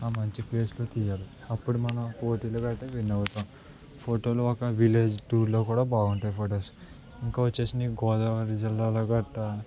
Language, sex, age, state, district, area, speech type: Telugu, male, 18-30, Andhra Pradesh, Anakapalli, rural, spontaneous